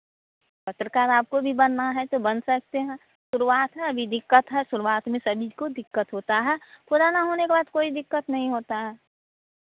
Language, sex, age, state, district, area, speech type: Hindi, female, 45-60, Bihar, Madhepura, rural, conversation